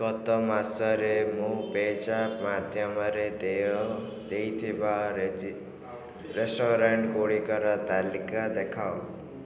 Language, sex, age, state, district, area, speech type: Odia, male, 18-30, Odisha, Ganjam, urban, read